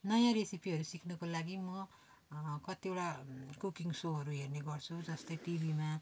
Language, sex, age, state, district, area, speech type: Nepali, female, 45-60, West Bengal, Darjeeling, rural, spontaneous